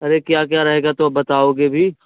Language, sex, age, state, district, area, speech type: Hindi, male, 18-30, Uttar Pradesh, Jaunpur, rural, conversation